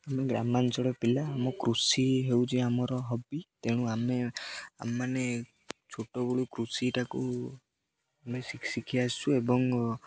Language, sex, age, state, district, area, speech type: Odia, male, 18-30, Odisha, Jagatsinghpur, rural, spontaneous